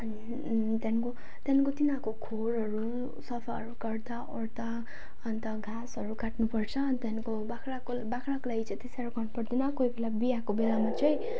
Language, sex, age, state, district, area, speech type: Nepali, female, 18-30, West Bengal, Jalpaiguri, urban, spontaneous